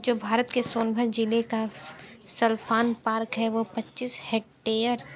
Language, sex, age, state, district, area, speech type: Hindi, female, 30-45, Uttar Pradesh, Sonbhadra, rural, spontaneous